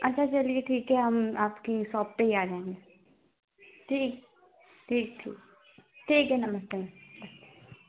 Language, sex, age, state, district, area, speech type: Hindi, female, 18-30, Uttar Pradesh, Azamgarh, rural, conversation